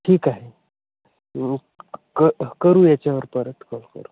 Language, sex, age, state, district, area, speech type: Marathi, male, 30-45, Maharashtra, Hingoli, rural, conversation